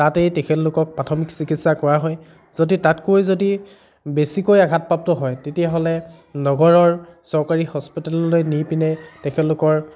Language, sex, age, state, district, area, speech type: Assamese, male, 30-45, Assam, Dhemaji, rural, spontaneous